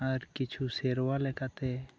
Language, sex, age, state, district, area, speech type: Santali, male, 18-30, West Bengal, Bankura, rural, spontaneous